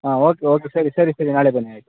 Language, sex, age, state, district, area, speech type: Kannada, male, 30-45, Karnataka, Mandya, rural, conversation